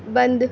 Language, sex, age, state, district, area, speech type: Urdu, female, 30-45, Delhi, Central Delhi, urban, read